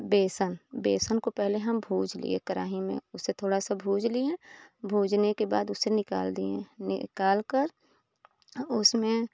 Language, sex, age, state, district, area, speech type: Hindi, female, 30-45, Uttar Pradesh, Prayagraj, rural, spontaneous